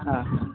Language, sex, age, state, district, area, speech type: Kannada, male, 18-30, Karnataka, Koppal, rural, conversation